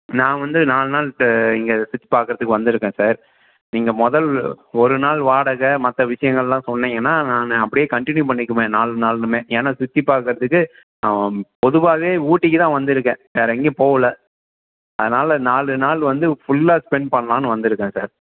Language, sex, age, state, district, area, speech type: Tamil, male, 30-45, Tamil Nadu, Salem, urban, conversation